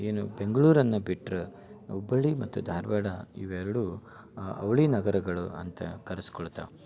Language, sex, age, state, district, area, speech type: Kannada, male, 30-45, Karnataka, Dharwad, rural, spontaneous